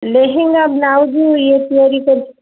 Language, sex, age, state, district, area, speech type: Odia, female, 45-60, Odisha, Puri, urban, conversation